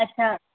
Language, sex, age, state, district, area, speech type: Sindhi, female, 18-30, Gujarat, Surat, urban, conversation